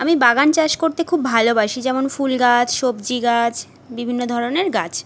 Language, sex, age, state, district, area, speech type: Bengali, female, 18-30, West Bengal, Jhargram, rural, spontaneous